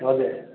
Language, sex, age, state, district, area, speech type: Nepali, male, 18-30, West Bengal, Darjeeling, rural, conversation